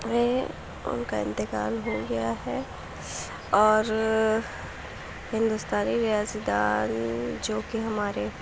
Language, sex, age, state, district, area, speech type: Urdu, female, 18-30, Uttar Pradesh, Mau, urban, spontaneous